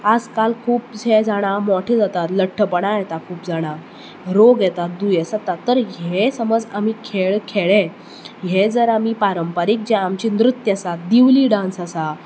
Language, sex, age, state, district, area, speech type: Goan Konkani, female, 18-30, Goa, Canacona, rural, spontaneous